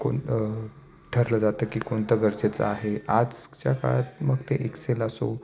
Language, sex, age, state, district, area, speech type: Marathi, male, 30-45, Maharashtra, Nashik, urban, spontaneous